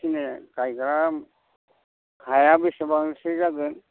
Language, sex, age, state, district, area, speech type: Bodo, male, 60+, Assam, Udalguri, rural, conversation